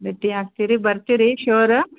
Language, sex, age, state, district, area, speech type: Kannada, female, 45-60, Karnataka, Gulbarga, urban, conversation